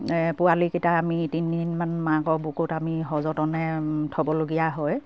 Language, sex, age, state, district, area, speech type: Assamese, female, 60+, Assam, Dibrugarh, rural, spontaneous